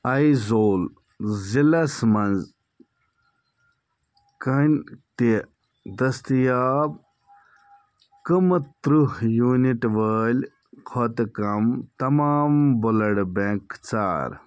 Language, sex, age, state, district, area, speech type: Kashmiri, male, 30-45, Jammu and Kashmir, Bandipora, rural, read